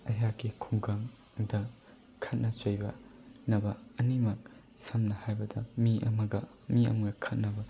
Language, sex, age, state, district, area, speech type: Manipuri, male, 18-30, Manipur, Bishnupur, rural, spontaneous